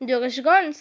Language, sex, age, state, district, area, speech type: Bengali, female, 18-30, West Bengal, North 24 Parganas, rural, spontaneous